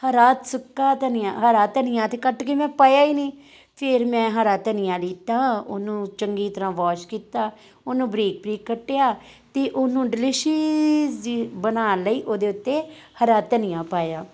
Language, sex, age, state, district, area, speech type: Punjabi, female, 45-60, Punjab, Amritsar, urban, spontaneous